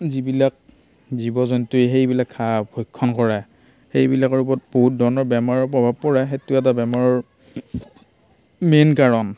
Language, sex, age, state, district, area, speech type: Assamese, male, 30-45, Assam, Darrang, rural, spontaneous